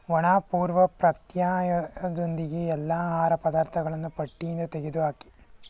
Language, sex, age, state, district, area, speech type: Kannada, male, 45-60, Karnataka, Bangalore Rural, rural, read